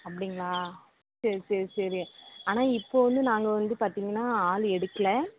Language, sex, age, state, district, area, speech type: Tamil, female, 30-45, Tamil Nadu, Thoothukudi, urban, conversation